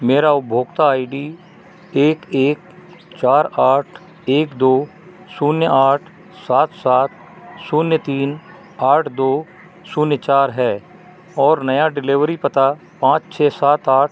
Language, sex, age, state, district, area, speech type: Hindi, male, 60+, Madhya Pradesh, Narsinghpur, rural, read